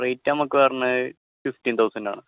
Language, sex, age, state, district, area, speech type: Malayalam, male, 18-30, Kerala, Thrissur, urban, conversation